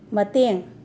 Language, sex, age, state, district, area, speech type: Manipuri, female, 45-60, Manipur, Imphal West, urban, read